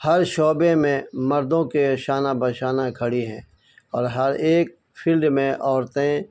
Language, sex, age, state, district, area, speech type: Urdu, male, 45-60, Bihar, Araria, rural, spontaneous